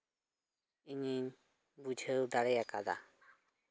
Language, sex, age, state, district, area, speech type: Santali, male, 18-30, West Bengal, Purulia, rural, spontaneous